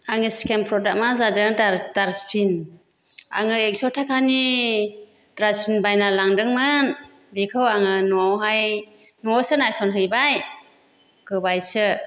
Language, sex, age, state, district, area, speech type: Bodo, female, 60+, Assam, Chirang, rural, spontaneous